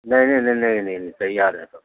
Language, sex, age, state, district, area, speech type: Urdu, male, 60+, Delhi, Central Delhi, urban, conversation